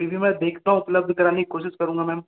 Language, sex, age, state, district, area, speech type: Hindi, male, 18-30, Madhya Pradesh, Bhopal, rural, conversation